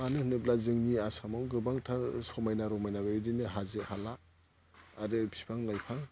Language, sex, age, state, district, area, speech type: Bodo, male, 45-60, Assam, Chirang, rural, spontaneous